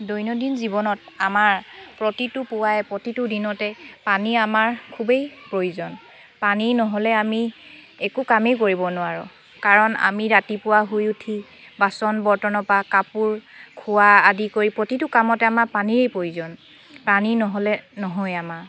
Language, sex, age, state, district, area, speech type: Assamese, female, 30-45, Assam, Dhemaji, urban, spontaneous